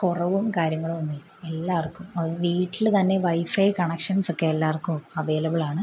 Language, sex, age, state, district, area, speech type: Malayalam, female, 18-30, Kerala, Kottayam, rural, spontaneous